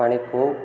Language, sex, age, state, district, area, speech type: Odia, male, 18-30, Odisha, Subarnapur, urban, spontaneous